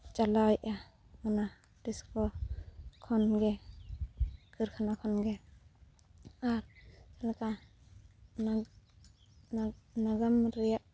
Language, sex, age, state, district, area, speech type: Santali, female, 30-45, Jharkhand, Seraikela Kharsawan, rural, spontaneous